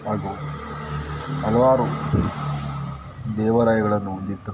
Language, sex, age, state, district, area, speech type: Kannada, male, 30-45, Karnataka, Mysore, urban, spontaneous